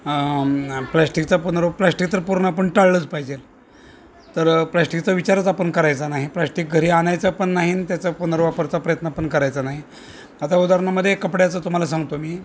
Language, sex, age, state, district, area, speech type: Marathi, male, 60+, Maharashtra, Osmanabad, rural, spontaneous